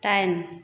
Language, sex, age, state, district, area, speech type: Bodo, female, 60+, Assam, Chirang, rural, read